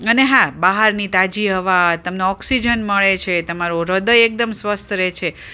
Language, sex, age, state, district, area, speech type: Gujarati, female, 45-60, Gujarat, Ahmedabad, urban, spontaneous